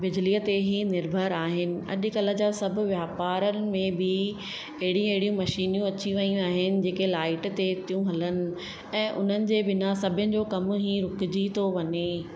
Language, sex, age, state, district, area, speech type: Sindhi, female, 30-45, Madhya Pradesh, Katni, urban, spontaneous